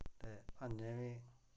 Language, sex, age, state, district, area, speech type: Dogri, male, 45-60, Jammu and Kashmir, Reasi, rural, spontaneous